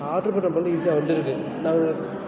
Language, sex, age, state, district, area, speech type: Tamil, male, 18-30, Tamil Nadu, Tiruvarur, rural, spontaneous